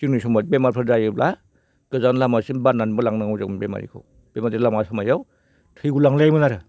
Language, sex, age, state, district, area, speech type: Bodo, male, 60+, Assam, Baksa, rural, spontaneous